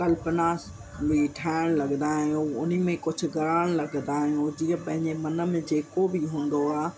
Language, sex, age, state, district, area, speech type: Sindhi, female, 45-60, Uttar Pradesh, Lucknow, rural, spontaneous